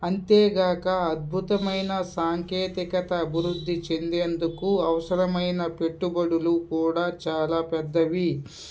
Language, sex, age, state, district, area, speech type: Telugu, male, 30-45, Andhra Pradesh, Kadapa, rural, spontaneous